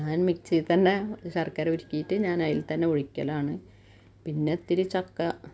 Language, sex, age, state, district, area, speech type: Malayalam, female, 45-60, Kerala, Malappuram, rural, spontaneous